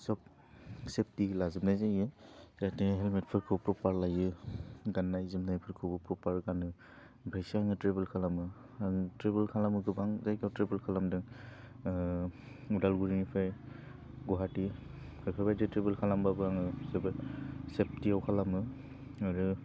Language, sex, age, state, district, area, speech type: Bodo, male, 18-30, Assam, Udalguri, urban, spontaneous